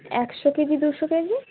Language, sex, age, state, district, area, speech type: Bengali, female, 18-30, West Bengal, Birbhum, urban, conversation